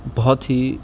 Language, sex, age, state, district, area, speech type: Urdu, male, 18-30, Uttar Pradesh, Siddharthnagar, rural, spontaneous